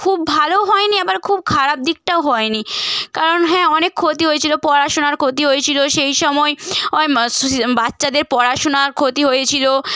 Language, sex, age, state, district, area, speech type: Bengali, female, 18-30, West Bengal, Purba Medinipur, rural, spontaneous